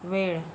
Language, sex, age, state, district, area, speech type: Marathi, female, 18-30, Maharashtra, Yavatmal, rural, read